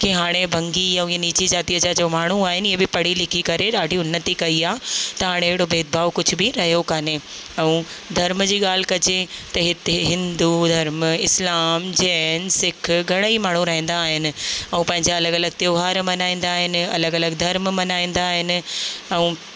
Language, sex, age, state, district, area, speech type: Sindhi, female, 30-45, Rajasthan, Ajmer, urban, spontaneous